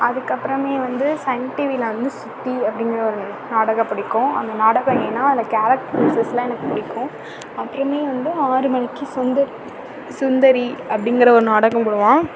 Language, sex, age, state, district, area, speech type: Tamil, female, 30-45, Tamil Nadu, Thanjavur, urban, spontaneous